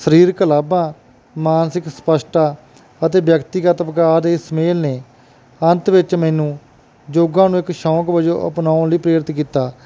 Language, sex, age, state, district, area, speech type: Punjabi, male, 30-45, Punjab, Barnala, urban, spontaneous